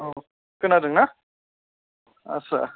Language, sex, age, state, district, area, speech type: Bodo, male, 30-45, Assam, Chirang, rural, conversation